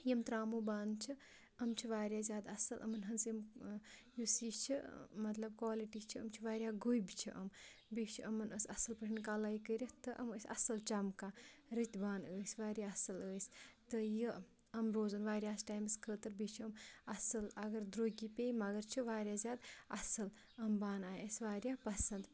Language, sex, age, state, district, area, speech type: Kashmiri, female, 18-30, Jammu and Kashmir, Kupwara, rural, spontaneous